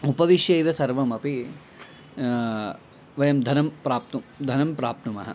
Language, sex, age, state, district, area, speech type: Sanskrit, male, 18-30, Telangana, Medchal, rural, spontaneous